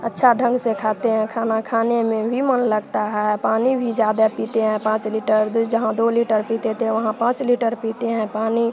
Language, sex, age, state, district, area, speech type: Hindi, female, 30-45, Bihar, Madhepura, rural, spontaneous